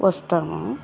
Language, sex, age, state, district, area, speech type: Telugu, female, 45-60, Andhra Pradesh, Chittoor, rural, spontaneous